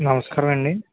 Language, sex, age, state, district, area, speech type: Telugu, male, 30-45, Andhra Pradesh, Krishna, urban, conversation